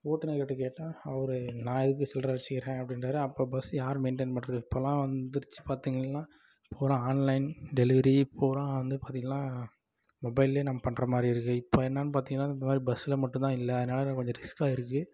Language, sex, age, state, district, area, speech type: Tamil, male, 18-30, Tamil Nadu, Dharmapuri, rural, spontaneous